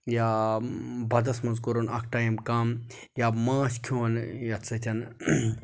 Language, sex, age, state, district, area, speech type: Kashmiri, male, 30-45, Jammu and Kashmir, Budgam, rural, spontaneous